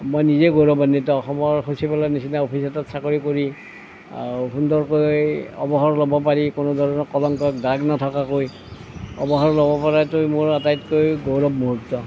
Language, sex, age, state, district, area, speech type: Assamese, male, 60+, Assam, Nalbari, rural, spontaneous